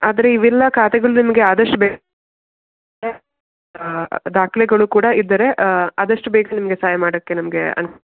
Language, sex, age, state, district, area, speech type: Kannada, female, 18-30, Karnataka, Shimoga, rural, conversation